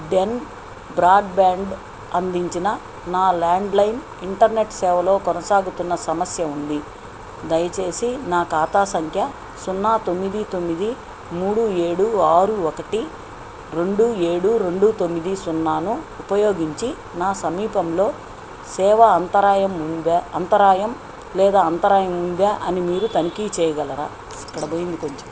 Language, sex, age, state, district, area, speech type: Telugu, female, 60+, Andhra Pradesh, Nellore, urban, read